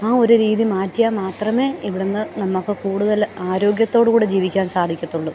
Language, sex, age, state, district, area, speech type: Malayalam, female, 30-45, Kerala, Alappuzha, rural, spontaneous